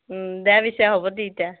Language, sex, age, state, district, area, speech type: Assamese, female, 18-30, Assam, Darrang, rural, conversation